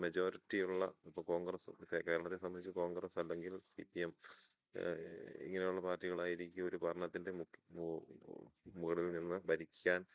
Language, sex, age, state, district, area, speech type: Malayalam, male, 30-45, Kerala, Idukki, rural, spontaneous